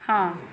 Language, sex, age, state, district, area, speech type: Punjabi, female, 30-45, Punjab, Pathankot, urban, read